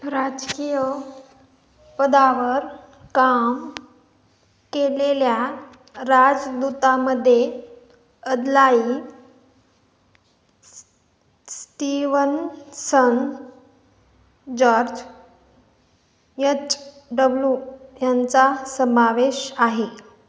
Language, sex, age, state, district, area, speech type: Marathi, female, 18-30, Maharashtra, Hingoli, urban, read